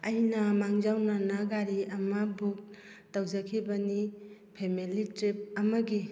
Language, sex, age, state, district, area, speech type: Manipuri, female, 45-60, Manipur, Kakching, rural, spontaneous